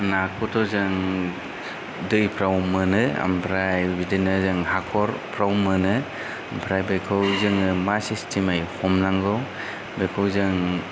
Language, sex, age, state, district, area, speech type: Bodo, male, 30-45, Assam, Kokrajhar, rural, spontaneous